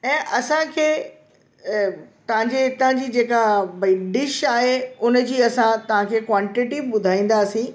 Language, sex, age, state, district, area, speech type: Sindhi, female, 60+, Delhi, South Delhi, urban, spontaneous